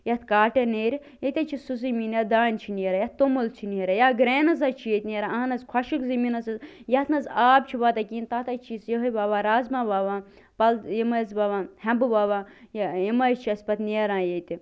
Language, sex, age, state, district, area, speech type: Kashmiri, female, 30-45, Jammu and Kashmir, Bandipora, rural, spontaneous